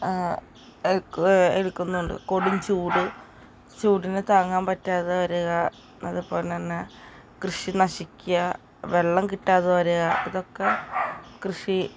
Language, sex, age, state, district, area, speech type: Malayalam, female, 18-30, Kerala, Ernakulam, rural, spontaneous